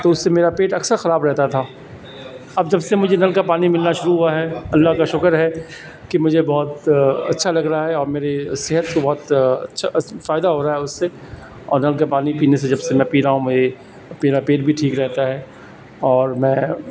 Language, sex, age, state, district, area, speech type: Urdu, male, 45-60, Delhi, South Delhi, urban, spontaneous